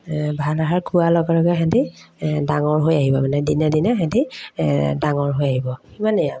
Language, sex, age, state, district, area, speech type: Assamese, female, 30-45, Assam, Majuli, urban, spontaneous